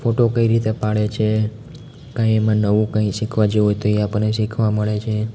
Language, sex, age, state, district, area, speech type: Gujarati, male, 18-30, Gujarat, Amreli, rural, spontaneous